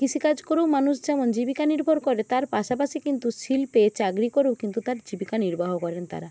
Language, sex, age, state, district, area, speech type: Bengali, female, 60+, West Bengal, Jhargram, rural, spontaneous